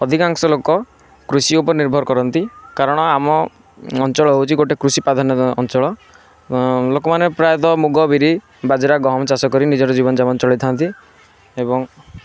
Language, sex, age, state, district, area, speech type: Odia, male, 18-30, Odisha, Kendrapara, urban, spontaneous